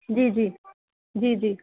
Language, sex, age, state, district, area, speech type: Urdu, female, 18-30, Uttar Pradesh, Balrampur, rural, conversation